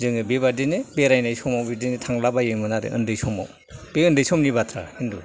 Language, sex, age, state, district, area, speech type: Bodo, male, 60+, Assam, Kokrajhar, rural, spontaneous